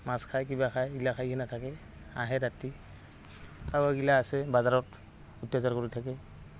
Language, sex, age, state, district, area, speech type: Assamese, male, 18-30, Assam, Goalpara, rural, spontaneous